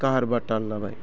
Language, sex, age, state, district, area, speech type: Bodo, male, 18-30, Assam, Baksa, rural, spontaneous